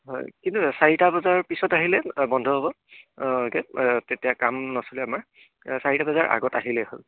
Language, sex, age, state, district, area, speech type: Assamese, male, 30-45, Assam, Udalguri, rural, conversation